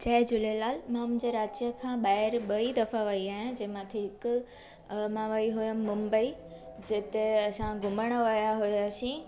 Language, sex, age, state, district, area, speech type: Sindhi, female, 18-30, Gujarat, Surat, urban, spontaneous